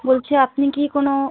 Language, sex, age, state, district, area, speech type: Bengali, female, 18-30, West Bengal, South 24 Parganas, rural, conversation